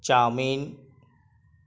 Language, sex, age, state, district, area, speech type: Bengali, male, 18-30, West Bengal, Uttar Dinajpur, rural, spontaneous